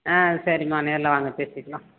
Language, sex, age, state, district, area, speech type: Tamil, female, 30-45, Tamil Nadu, Perambalur, rural, conversation